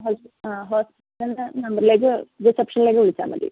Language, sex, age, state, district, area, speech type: Malayalam, female, 30-45, Kerala, Kozhikode, urban, conversation